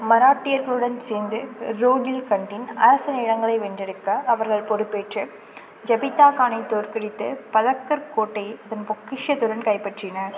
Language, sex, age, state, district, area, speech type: Tamil, female, 18-30, Tamil Nadu, Mayiladuthurai, rural, read